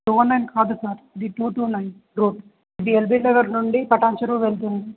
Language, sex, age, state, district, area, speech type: Telugu, male, 18-30, Telangana, Jangaon, rural, conversation